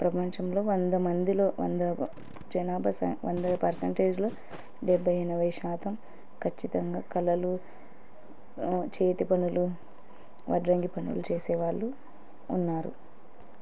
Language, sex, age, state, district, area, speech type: Telugu, female, 30-45, Andhra Pradesh, Kurnool, rural, spontaneous